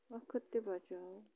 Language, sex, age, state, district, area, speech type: Kashmiri, female, 45-60, Jammu and Kashmir, Budgam, rural, spontaneous